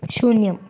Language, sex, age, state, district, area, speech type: Sanskrit, female, 18-30, Kerala, Kottayam, rural, read